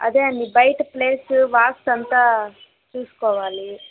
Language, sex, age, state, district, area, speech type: Telugu, female, 18-30, Andhra Pradesh, Chittoor, urban, conversation